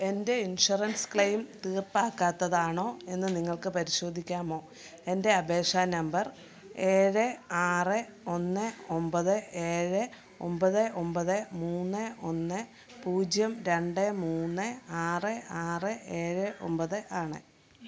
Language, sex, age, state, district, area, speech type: Malayalam, female, 45-60, Kerala, Kottayam, rural, read